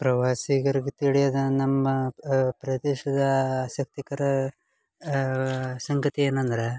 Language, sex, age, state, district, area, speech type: Kannada, male, 18-30, Karnataka, Uttara Kannada, rural, spontaneous